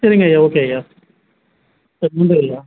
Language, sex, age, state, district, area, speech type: Tamil, male, 18-30, Tamil Nadu, Kallakurichi, rural, conversation